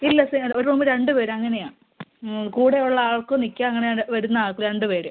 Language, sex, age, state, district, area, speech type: Malayalam, female, 18-30, Kerala, Kottayam, rural, conversation